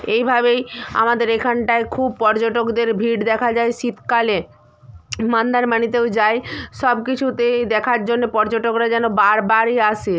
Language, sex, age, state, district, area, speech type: Bengali, female, 45-60, West Bengal, Purba Medinipur, rural, spontaneous